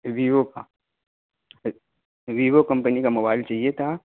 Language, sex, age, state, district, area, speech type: Urdu, male, 18-30, Uttar Pradesh, Saharanpur, urban, conversation